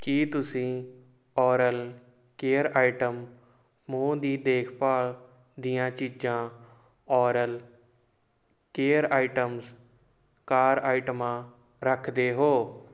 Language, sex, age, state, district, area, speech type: Punjabi, male, 18-30, Punjab, Shaheed Bhagat Singh Nagar, urban, read